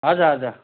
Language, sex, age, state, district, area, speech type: Nepali, male, 60+, West Bengal, Kalimpong, rural, conversation